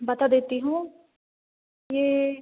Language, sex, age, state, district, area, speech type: Hindi, female, 18-30, Madhya Pradesh, Hoshangabad, rural, conversation